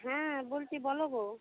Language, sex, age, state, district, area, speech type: Bengali, female, 18-30, West Bengal, Jhargram, rural, conversation